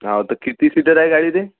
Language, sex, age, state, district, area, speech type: Marathi, male, 18-30, Maharashtra, Amravati, urban, conversation